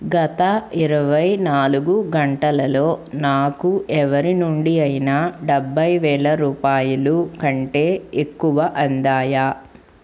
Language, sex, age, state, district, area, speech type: Telugu, female, 18-30, Andhra Pradesh, Palnadu, urban, read